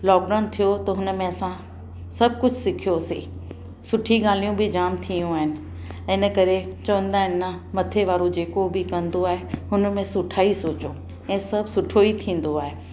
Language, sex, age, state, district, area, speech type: Sindhi, female, 45-60, Maharashtra, Mumbai Suburban, urban, spontaneous